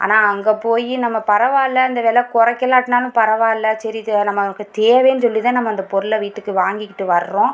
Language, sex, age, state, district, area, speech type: Tamil, female, 30-45, Tamil Nadu, Pudukkottai, rural, spontaneous